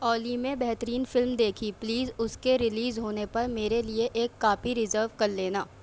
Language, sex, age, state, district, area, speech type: Urdu, female, 18-30, Delhi, Central Delhi, urban, read